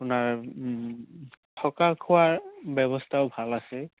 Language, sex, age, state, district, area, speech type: Assamese, male, 18-30, Assam, Barpeta, rural, conversation